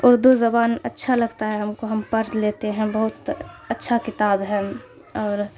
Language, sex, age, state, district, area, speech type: Urdu, female, 18-30, Bihar, Khagaria, rural, spontaneous